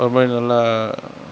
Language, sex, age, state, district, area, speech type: Tamil, male, 60+, Tamil Nadu, Mayiladuthurai, rural, spontaneous